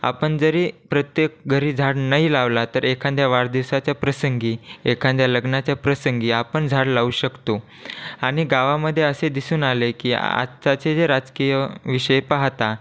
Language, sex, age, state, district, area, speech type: Marathi, male, 18-30, Maharashtra, Washim, rural, spontaneous